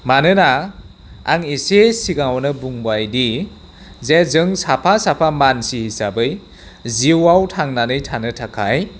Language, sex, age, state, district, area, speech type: Bodo, male, 30-45, Assam, Chirang, rural, spontaneous